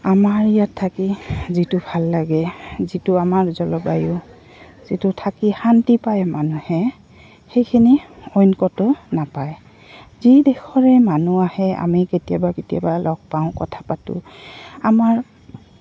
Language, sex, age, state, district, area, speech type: Assamese, female, 45-60, Assam, Goalpara, urban, spontaneous